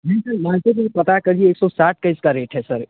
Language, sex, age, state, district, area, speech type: Hindi, male, 18-30, Bihar, Darbhanga, rural, conversation